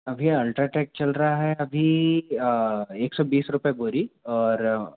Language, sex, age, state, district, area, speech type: Hindi, male, 45-60, Madhya Pradesh, Bhopal, urban, conversation